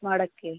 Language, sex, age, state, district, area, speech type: Kannada, female, 30-45, Karnataka, Tumkur, rural, conversation